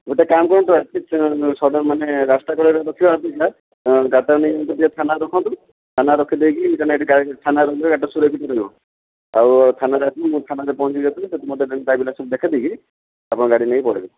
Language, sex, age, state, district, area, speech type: Odia, male, 45-60, Odisha, Jajpur, rural, conversation